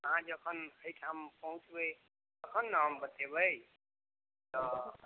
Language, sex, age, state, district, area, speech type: Maithili, male, 45-60, Bihar, Supaul, rural, conversation